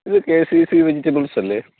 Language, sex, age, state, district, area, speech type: Malayalam, male, 30-45, Kerala, Pathanamthitta, rural, conversation